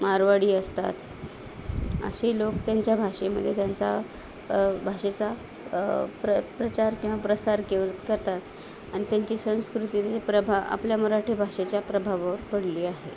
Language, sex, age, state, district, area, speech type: Marathi, female, 30-45, Maharashtra, Nanded, urban, spontaneous